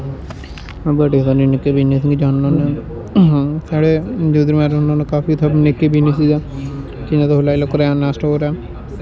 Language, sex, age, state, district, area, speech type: Dogri, male, 18-30, Jammu and Kashmir, Jammu, rural, spontaneous